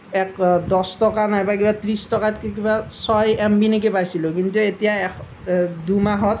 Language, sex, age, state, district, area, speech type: Assamese, male, 18-30, Assam, Nalbari, rural, spontaneous